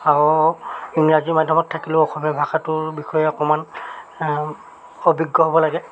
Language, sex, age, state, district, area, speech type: Assamese, male, 45-60, Assam, Jorhat, urban, spontaneous